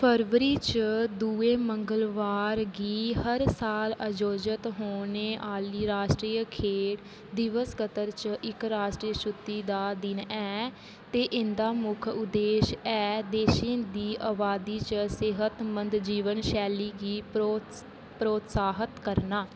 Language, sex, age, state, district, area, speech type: Dogri, female, 18-30, Jammu and Kashmir, Kathua, rural, read